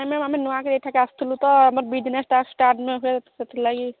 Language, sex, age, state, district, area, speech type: Odia, female, 18-30, Odisha, Subarnapur, urban, conversation